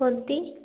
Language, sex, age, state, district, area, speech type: Marathi, female, 18-30, Maharashtra, Washim, rural, conversation